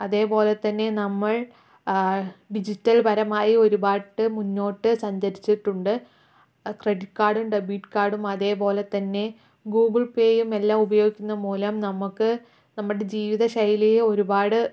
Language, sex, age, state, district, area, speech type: Malayalam, female, 18-30, Kerala, Palakkad, rural, spontaneous